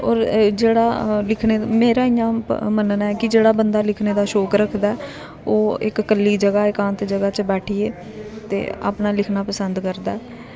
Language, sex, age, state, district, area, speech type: Dogri, female, 18-30, Jammu and Kashmir, Kathua, rural, spontaneous